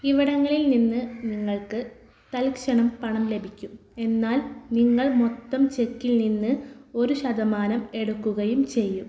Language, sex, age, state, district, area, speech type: Malayalam, female, 18-30, Kerala, Malappuram, rural, read